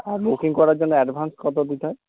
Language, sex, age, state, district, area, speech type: Bengali, male, 45-60, West Bengal, Nadia, rural, conversation